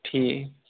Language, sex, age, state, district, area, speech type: Urdu, male, 30-45, Uttar Pradesh, Balrampur, rural, conversation